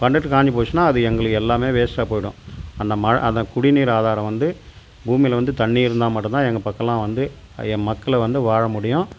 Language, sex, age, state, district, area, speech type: Tamil, male, 45-60, Tamil Nadu, Tiruvannamalai, rural, spontaneous